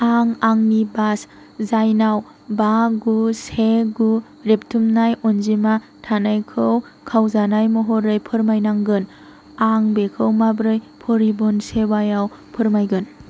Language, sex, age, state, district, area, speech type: Bodo, female, 18-30, Assam, Kokrajhar, rural, read